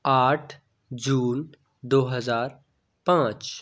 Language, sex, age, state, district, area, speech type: Hindi, male, 18-30, Madhya Pradesh, Bhopal, urban, spontaneous